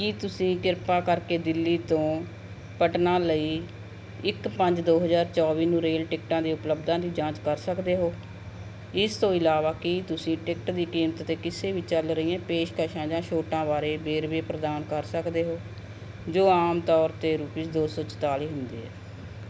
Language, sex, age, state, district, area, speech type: Punjabi, female, 45-60, Punjab, Barnala, urban, read